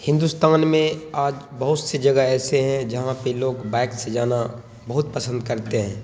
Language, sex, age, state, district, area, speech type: Urdu, male, 30-45, Bihar, Khagaria, rural, spontaneous